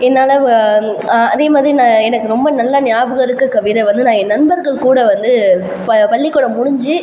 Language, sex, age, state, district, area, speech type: Tamil, female, 30-45, Tamil Nadu, Cuddalore, rural, spontaneous